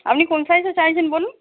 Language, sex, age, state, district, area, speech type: Bengali, female, 45-60, West Bengal, Hooghly, rural, conversation